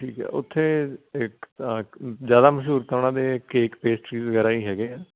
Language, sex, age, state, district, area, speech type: Punjabi, male, 18-30, Punjab, Hoshiarpur, urban, conversation